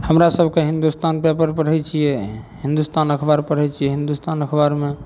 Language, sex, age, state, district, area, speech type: Maithili, male, 18-30, Bihar, Madhepura, rural, spontaneous